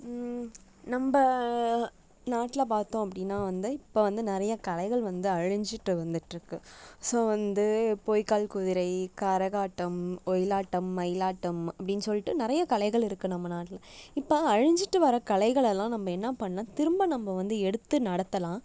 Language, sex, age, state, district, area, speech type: Tamil, female, 18-30, Tamil Nadu, Nagapattinam, rural, spontaneous